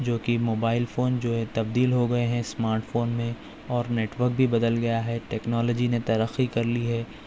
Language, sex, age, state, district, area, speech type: Urdu, male, 18-30, Telangana, Hyderabad, urban, spontaneous